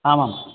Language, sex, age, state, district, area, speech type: Sanskrit, male, 45-60, Karnataka, Bangalore Urban, urban, conversation